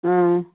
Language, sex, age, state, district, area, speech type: Manipuri, female, 60+, Manipur, Imphal East, rural, conversation